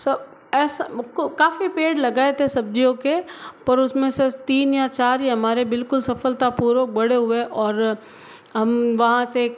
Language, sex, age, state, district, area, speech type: Hindi, female, 60+, Rajasthan, Jodhpur, urban, spontaneous